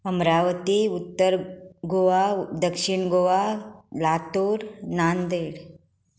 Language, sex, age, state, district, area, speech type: Goan Konkani, female, 30-45, Goa, Tiswadi, rural, spontaneous